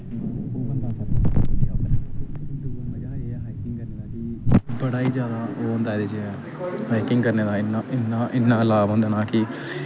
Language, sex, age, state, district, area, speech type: Dogri, male, 18-30, Jammu and Kashmir, Kathua, rural, spontaneous